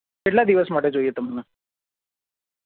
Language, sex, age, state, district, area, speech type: Gujarati, male, 18-30, Gujarat, Ahmedabad, urban, conversation